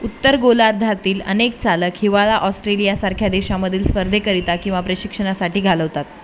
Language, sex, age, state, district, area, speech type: Marathi, female, 18-30, Maharashtra, Jalna, urban, read